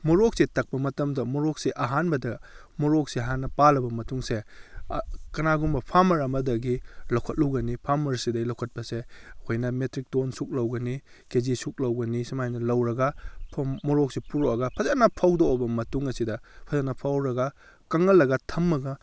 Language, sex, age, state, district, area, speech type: Manipuri, male, 30-45, Manipur, Kakching, rural, spontaneous